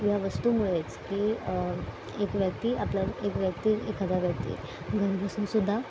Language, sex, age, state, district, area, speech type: Marathi, female, 18-30, Maharashtra, Mumbai Suburban, urban, spontaneous